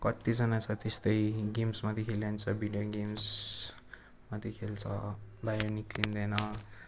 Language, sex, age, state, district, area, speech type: Nepali, male, 18-30, West Bengal, Darjeeling, rural, spontaneous